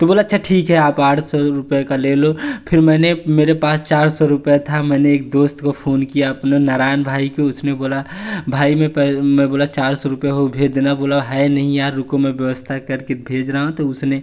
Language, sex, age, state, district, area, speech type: Hindi, male, 18-30, Uttar Pradesh, Jaunpur, rural, spontaneous